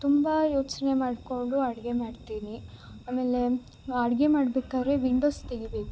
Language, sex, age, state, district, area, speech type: Kannada, female, 18-30, Karnataka, Chikkamagaluru, rural, spontaneous